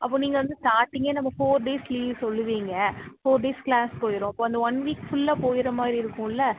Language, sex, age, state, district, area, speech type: Tamil, female, 18-30, Tamil Nadu, Tirunelveli, rural, conversation